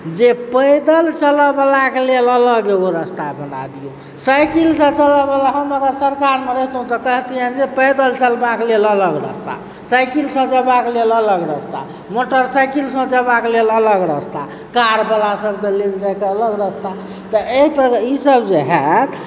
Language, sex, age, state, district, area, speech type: Maithili, male, 30-45, Bihar, Supaul, urban, spontaneous